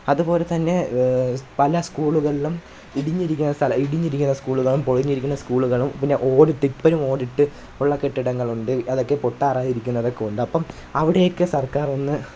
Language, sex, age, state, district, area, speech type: Malayalam, male, 18-30, Kerala, Kollam, rural, spontaneous